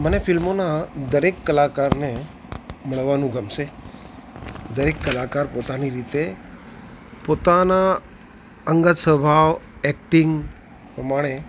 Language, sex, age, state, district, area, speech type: Gujarati, male, 45-60, Gujarat, Ahmedabad, urban, spontaneous